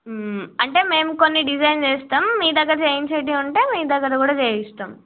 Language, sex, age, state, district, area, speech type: Telugu, female, 18-30, Telangana, Jagtial, urban, conversation